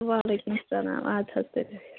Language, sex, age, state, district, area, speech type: Kashmiri, female, 30-45, Jammu and Kashmir, Kulgam, rural, conversation